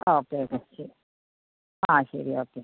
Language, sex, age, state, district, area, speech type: Malayalam, female, 60+, Kerala, Wayanad, rural, conversation